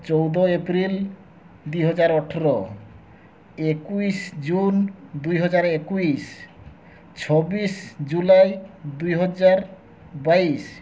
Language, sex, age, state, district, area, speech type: Odia, male, 60+, Odisha, Mayurbhanj, rural, spontaneous